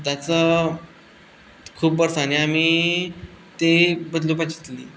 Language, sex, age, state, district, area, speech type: Goan Konkani, male, 18-30, Goa, Quepem, rural, spontaneous